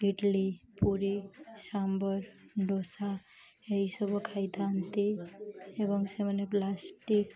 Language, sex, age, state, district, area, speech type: Odia, female, 18-30, Odisha, Malkangiri, urban, spontaneous